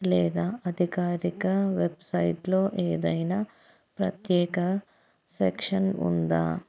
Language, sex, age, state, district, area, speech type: Telugu, female, 30-45, Andhra Pradesh, Anantapur, urban, spontaneous